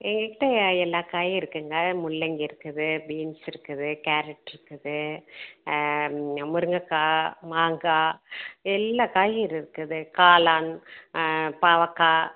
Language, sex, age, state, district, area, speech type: Tamil, female, 60+, Tamil Nadu, Madurai, rural, conversation